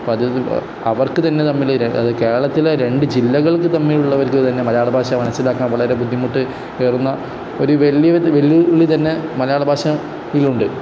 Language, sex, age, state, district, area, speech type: Malayalam, male, 18-30, Kerala, Kozhikode, rural, spontaneous